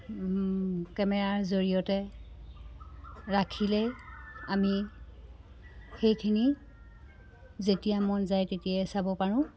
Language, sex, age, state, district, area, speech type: Assamese, female, 30-45, Assam, Jorhat, urban, spontaneous